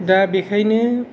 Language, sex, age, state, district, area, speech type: Bodo, male, 45-60, Assam, Kokrajhar, rural, spontaneous